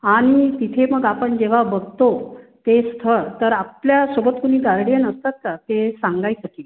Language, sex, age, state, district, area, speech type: Marathi, female, 45-60, Maharashtra, Wardha, urban, conversation